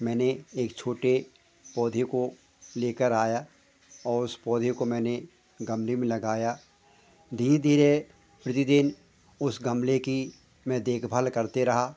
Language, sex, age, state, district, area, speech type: Hindi, male, 60+, Madhya Pradesh, Hoshangabad, urban, spontaneous